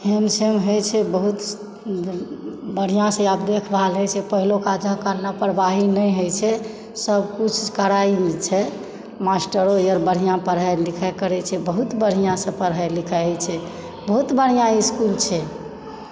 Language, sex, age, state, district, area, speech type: Maithili, female, 60+, Bihar, Supaul, rural, spontaneous